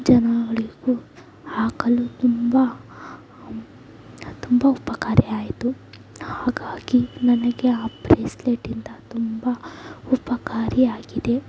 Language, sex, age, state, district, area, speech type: Kannada, female, 18-30, Karnataka, Davanagere, rural, spontaneous